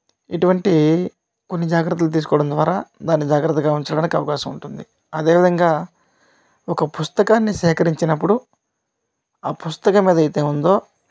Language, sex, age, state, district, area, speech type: Telugu, male, 30-45, Andhra Pradesh, Kadapa, rural, spontaneous